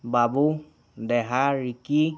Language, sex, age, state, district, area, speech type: Assamese, female, 18-30, Assam, Nagaon, rural, spontaneous